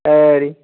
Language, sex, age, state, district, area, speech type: Dogri, male, 18-30, Jammu and Kashmir, Udhampur, rural, conversation